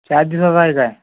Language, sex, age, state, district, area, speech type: Marathi, male, 18-30, Maharashtra, Amravati, urban, conversation